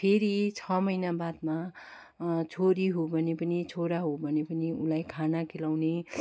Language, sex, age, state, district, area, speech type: Nepali, female, 45-60, West Bengal, Kalimpong, rural, spontaneous